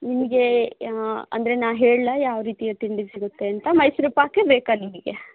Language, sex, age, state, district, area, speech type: Kannada, female, 30-45, Karnataka, Shimoga, rural, conversation